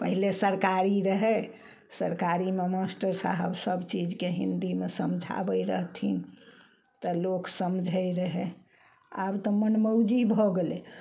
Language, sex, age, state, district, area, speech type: Maithili, female, 60+, Bihar, Samastipur, rural, spontaneous